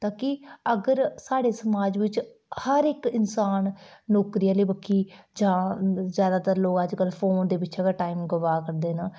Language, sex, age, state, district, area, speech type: Dogri, female, 18-30, Jammu and Kashmir, Udhampur, rural, spontaneous